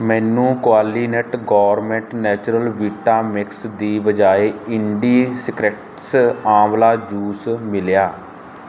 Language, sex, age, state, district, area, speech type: Punjabi, male, 30-45, Punjab, Barnala, rural, read